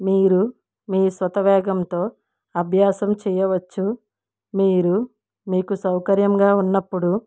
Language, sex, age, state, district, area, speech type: Telugu, female, 60+, Andhra Pradesh, East Godavari, rural, spontaneous